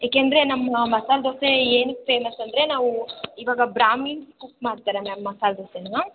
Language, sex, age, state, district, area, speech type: Kannada, female, 18-30, Karnataka, Tumkur, rural, conversation